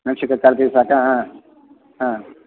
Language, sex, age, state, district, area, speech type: Kannada, male, 30-45, Karnataka, Bellary, rural, conversation